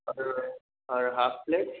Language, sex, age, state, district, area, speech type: Hindi, male, 18-30, Uttar Pradesh, Bhadohi, rural, conversation